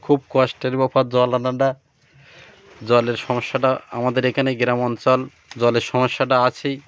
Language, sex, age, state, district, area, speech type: Bengali, male, 30-45, West Bengal, Birbhum, urban, spontaneous